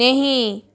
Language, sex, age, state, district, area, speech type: Hindi, female, 30-45, Rajasthan, Jodhpur, rural, read